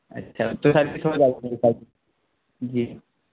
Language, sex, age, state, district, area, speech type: Urdu, male, 18-30, Bihar, Saharsa, rural, conversation